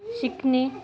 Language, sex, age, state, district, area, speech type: Marathi, female, 30-45, Maharashtra, Amravati, urban, read